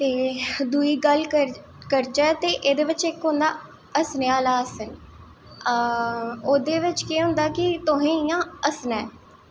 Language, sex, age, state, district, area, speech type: Dogri, female, 18-30, Jammu and Kashmir, Jammu, urban, spontaneous